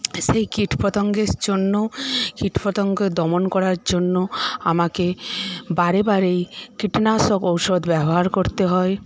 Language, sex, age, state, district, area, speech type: Bengali, female, 45-60, West Bengal, Paschim Medinipur, rural, spontaneous